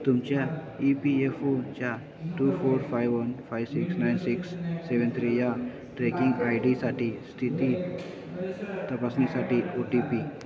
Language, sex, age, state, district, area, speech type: Marathi, male, 18-30, Maharashtra, Sangli, urban, read